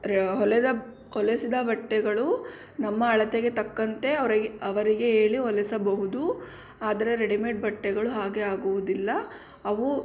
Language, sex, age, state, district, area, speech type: Kannada, female, 18-30, Karnataka, Davanagere, rural, spontaneous